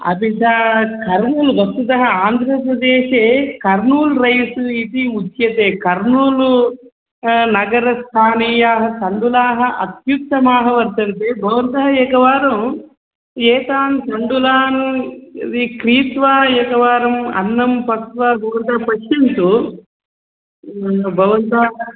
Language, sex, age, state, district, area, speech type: Sanskrit, male, 30-45, Telangana, Medak, rural, conversation